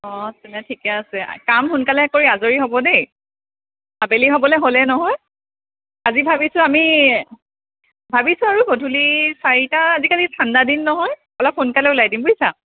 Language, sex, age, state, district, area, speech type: Assamese, female, 30-45, Assam, Dibrugarh, urban, conversation